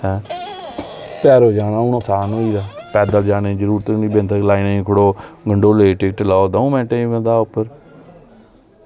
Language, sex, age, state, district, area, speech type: Dogri, male, 30-45, Jammu and Kashmir, Reasi, rural, spontaneous